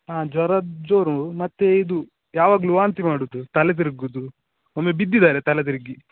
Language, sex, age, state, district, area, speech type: Kannada, male, 18-30, Karnataka, Udupi, rural, conversation